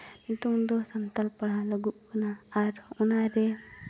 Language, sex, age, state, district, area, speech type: Santali, female, 18-30, Jharkhand, Seraikela Kharsawan, rural, spontaneous